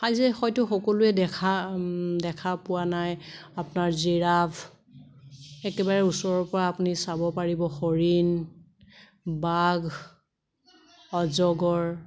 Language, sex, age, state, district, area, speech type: Assamese, female, 30-45, Assam, Kamrup Metropolitan, urban, spontaneous